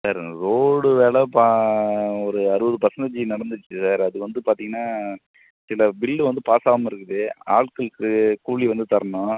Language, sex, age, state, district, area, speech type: Tamil, male, 30-45, Tamil Nadu, Chengalpattu, rural, conversation